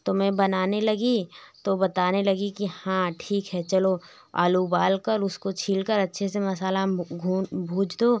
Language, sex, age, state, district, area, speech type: Hindi, female, 18-30, Uttar Pradesh, Varanasi, rural, spontaneous